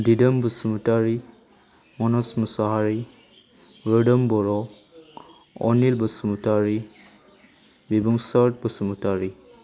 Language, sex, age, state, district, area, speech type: Bodo, male, 30-45, Assam, Chirang, rural, spontaneous